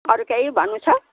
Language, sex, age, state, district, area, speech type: Nepali, female, 60+, West Bengal, Alipurduar, urban, conversation